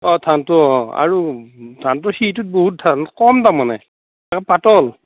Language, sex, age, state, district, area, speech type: Assamese, male, 60+, Assam, Darrang, rural, conversation